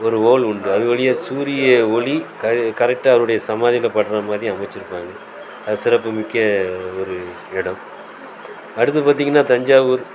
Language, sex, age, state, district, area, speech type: Tamil, male, 45-60, Tamil Nadu, Thoothukudi, rural, spontaneous